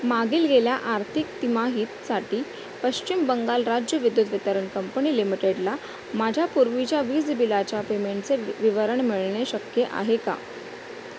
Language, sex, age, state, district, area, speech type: Marathi, female, 45-60, Maharashtra, Thane, rural, read